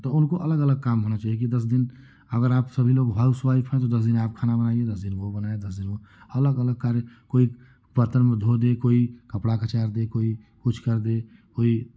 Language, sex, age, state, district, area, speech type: Hindi, male, 30-45, Uttar Pradesh, Chandauli, urban, spontaneous